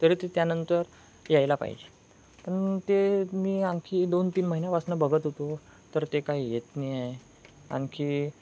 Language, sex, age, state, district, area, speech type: Marathi, male, 18-30, Maharashtra, Ratnagiri, rural, spontaneous